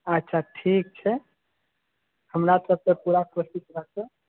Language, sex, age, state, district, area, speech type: Maithili, male, 18-30, Bihar, Purnia, rural, conversation